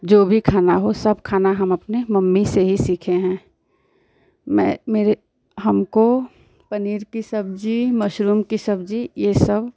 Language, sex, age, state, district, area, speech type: Hindi, female, 30-45, Uttar Pradesh, Ghazipur, urban, spontaneous